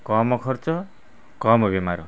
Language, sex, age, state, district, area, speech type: Odia, male, 30-45, Odisha, Kendrapara, urban, spontaneous